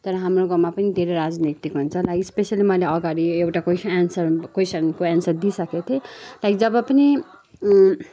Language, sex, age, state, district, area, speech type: Nepali, female, 30-45, West Bengal, Kalimpong, rural, spontaneous